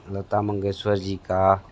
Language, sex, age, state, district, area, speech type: Hindi, male, 30-45, Uttar Pradesh, Sonbhadra, rural, spontaneous